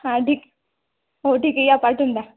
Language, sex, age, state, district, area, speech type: Marathi, female, 18-30, Maharashtra, Hingoli, urban, conversation